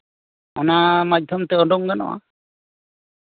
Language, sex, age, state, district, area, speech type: Santali, male, 45-60, West Bengal, Bankura, rural, conversation